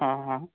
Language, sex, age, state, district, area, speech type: Hindi, male, 30-45, Madhya Pradesh, Betul, urban, conversation